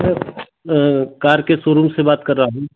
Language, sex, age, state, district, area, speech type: Hindi, male, 30-45, Uttar Pradesh, Ghazipur, rural, conversation